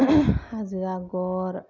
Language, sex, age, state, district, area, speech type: Bodo, female, 45-60, Assam, Kokrajhar, urban, spontaneous